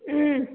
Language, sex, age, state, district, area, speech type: Tamil, female, 30-45, Tamil Nadu, Salem, rural, conversation